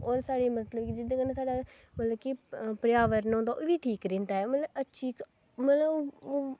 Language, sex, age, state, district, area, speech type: Dogri, female, 18-30, Jammu and Kashmir, Kathua, rural, spontaneous